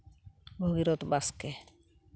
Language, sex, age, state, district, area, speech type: Santali, female, 45-60, West Bengal, Purulia, rural, spontaneous